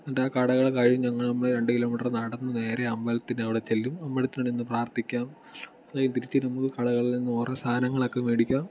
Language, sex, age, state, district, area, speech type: Malayalam, male, 18-30, Kerala, Kottayam, rural, spontaneous